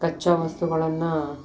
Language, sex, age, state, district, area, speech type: Kannada, female, 30-45, Karnataka, Koppal, rural, spontaneous